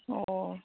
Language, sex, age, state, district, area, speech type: Bodo, female, 30-45, Assam, Udalguri, urban, conversation